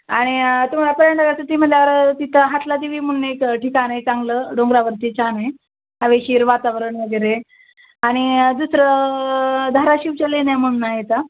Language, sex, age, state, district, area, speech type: Marathi, female, 30-45, Maharashtra, Osmanabad, rural, conversation